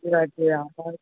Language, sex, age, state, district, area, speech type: Bengali, male, 18-30, West Bengal, Darjeeling, rural, conversation